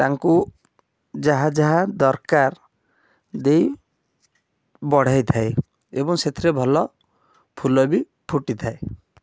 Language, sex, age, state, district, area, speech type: Odia, male, 18-30, Odisha, Cuttack, urban, spontaneous